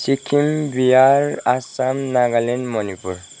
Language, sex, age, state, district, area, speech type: Nepali, male, 30-45, West Bengal, Kalimpong, rural, spontaneous